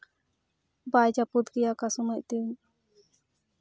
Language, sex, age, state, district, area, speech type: Santali, female, 30-45, West Bengal, Jhargram, rural, spontaneous